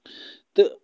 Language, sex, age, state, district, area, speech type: Kashmiri, male, 45-60, Jammu and Kashmir, Budgam, rural, spontaneous